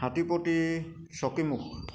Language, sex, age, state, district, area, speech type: Assamese, male, 45-60, Assam, Sivasagar, rural, spontaneous